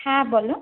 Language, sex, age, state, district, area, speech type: Bengali, female, 18-30, West Bengal, Kolkata, urban, conversation